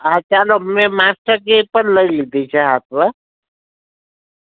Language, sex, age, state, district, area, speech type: Gujarati, female, 30-45, Gujarat, Surat, urban, conversation